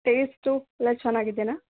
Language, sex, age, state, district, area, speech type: Kannada, female, 18-30, Karnataka, Davanagere, rural, conversation